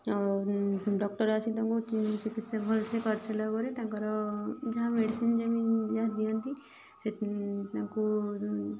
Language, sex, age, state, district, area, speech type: Odia, female, 45-60, Odisha, Kendujhar, urban, spontaneous